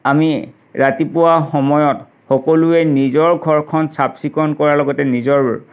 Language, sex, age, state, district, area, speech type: Assamese, male, 45-60, Assam, Dhemaji, urban, spontaneous